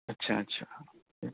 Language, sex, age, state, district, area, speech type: Urdu, male, 18-30, Delhi, South Delhi, urban, conversation